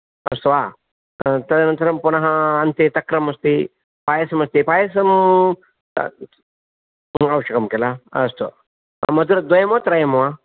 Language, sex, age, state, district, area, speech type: Sanskrit, male, 60+, Karnataka, Udupi, rural, conversation